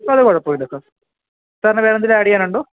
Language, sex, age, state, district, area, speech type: Malayalam, male, 18-30, Kerala, Idukki, rural, conversation